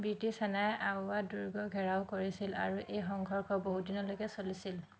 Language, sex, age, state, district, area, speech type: Assamese, female, 30-45, Assam, Dhemaji, rural, read